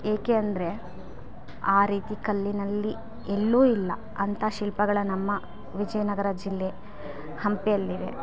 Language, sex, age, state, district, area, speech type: Kannada, female, 30-45, Karnataka, Vijayanagara, rural, spontaneous